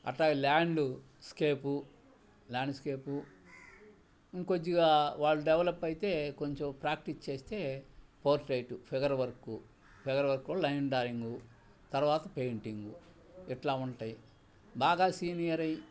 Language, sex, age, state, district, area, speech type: Telugu, male, 60+, Andhra Pradesh, Bapatla, urban, spontaneous